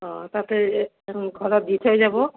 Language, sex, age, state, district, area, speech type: Assamese, female, 45-60, Assam, Morigaon, rural, conversation